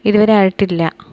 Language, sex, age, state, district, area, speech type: Malayalam, female, 18-30, Kerala, Kozhikode, rural, spontaneous